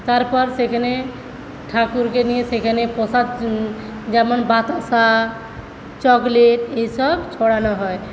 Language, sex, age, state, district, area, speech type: Bengali, female, 45-60, West Bengal, Paschim Medinipur, rural, spontaneous